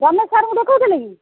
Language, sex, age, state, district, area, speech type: Odia, female, 60+, Odisha, Kendrapara, urban, conversation